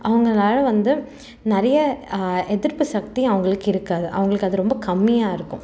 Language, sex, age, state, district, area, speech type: Tamil, female, 18-30, Tamil Nadu, Salem, urban, spontaneous